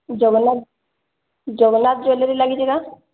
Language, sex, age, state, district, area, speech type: Odia, female, 18-30, Odisha, Boudh, rural, conversation